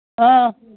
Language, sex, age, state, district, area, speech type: Manipuri, female, 60+, Manipur, Imphal East, rural, conversation